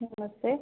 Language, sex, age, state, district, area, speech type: Hindi, female, 18-30, Uttar Pradesh, Ghazipur, rural, conversation